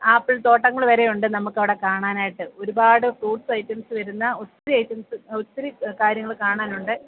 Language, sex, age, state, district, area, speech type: Malayalam, female, 30-45, Kerala, Kottayam, urban, conversation